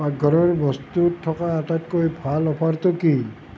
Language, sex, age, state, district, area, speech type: Assamese, male, 60+, Assam, Nalbari, rural, read